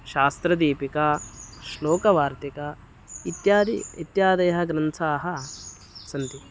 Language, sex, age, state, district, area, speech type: Sanskrit, male, 18-30, Karnataka, Uttara Kannada, rural, spontaneous